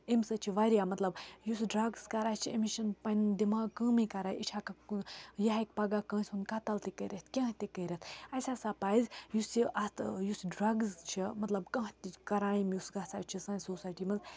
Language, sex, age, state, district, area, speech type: Kashmiri, female, 18-30, Jammu and Kashmir, Baramulla, urban, spontaneous